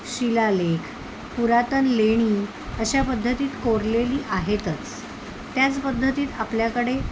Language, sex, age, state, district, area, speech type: Marathi, female, 30-45, Maharashtra, Palghar, urban, spontaneous